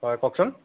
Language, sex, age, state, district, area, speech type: Assamese, male, 30-45, Assam, Lakhimpur, rural, conversation